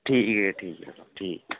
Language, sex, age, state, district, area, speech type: Dogri, male, 18-30, Jammu and Kashmir, Reasi, rural, conversation